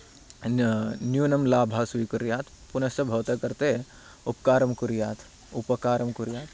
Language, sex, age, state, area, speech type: Sanskrit, male, 18-30, Haryana, rural, spontaneous